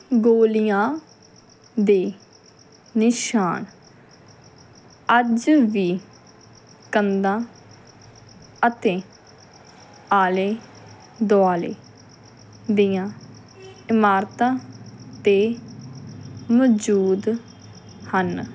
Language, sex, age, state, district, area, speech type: Punjabi, female, 18-30, Punjab, Tarn Taran, urban, read